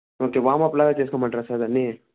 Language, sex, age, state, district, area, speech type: Telugu, male, 30-45, Andhra Pradesh, Chittoor, rural, conversation